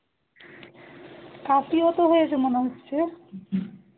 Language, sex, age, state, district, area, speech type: Bengali, female, 18-30, West Bengal, Malda, urban, conversation